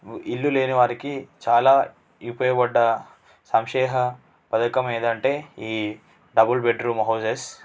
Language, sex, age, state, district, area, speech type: Telugu, male, 18-30, Telangana, Nalgonda, urban, spontaneous